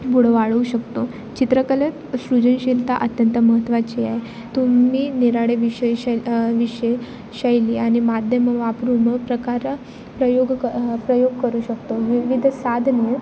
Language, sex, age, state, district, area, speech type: Marathi, female, 18-30, Maharashtra, Bhandara, rural, spontaneous